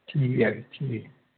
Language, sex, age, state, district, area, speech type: Dogri, male, 30-45, Jammu and Kashmir, Udhampur, rural, conversation